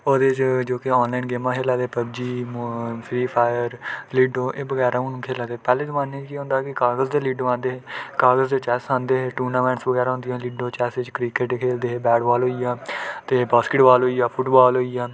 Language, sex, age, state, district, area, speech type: Dogri, male, 18-30, Jammu and Kashmir, Udhampur, rural, spontaneous